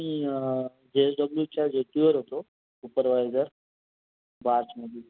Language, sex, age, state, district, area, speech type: Marathi, male, 18-30, Maharashtra, Raigad, rural, conversation